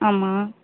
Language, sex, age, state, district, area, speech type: Tamil, female, 30-45, Tamil Nadu, Mayiladuthurai, urban, conversation